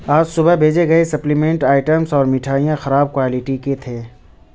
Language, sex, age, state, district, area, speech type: Urdu, male, 30-45, Uttar Pradesh, Lucknow, rural, read